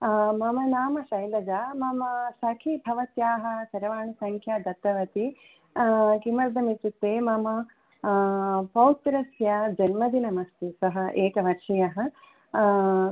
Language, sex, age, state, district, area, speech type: Sanskrit, female, 60+, Telangana, Peddapalli, urban, conversation